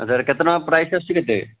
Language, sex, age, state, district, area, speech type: Odia, male, 60+, Odisha, Bhadrak, rural, conversation